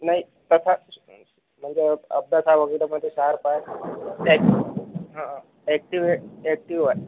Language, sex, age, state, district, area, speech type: Marathi, male, 30-45, Maharashtra, Akola, urban, conversation